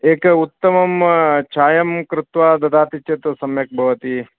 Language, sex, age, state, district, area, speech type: Sanskrit, male, 45-60, Karnataka, Vijayapura, urban, conversation